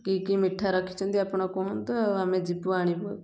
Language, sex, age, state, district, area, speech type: Odia, female, 30-45, Odisha, Kendujhar, urban, spontaneous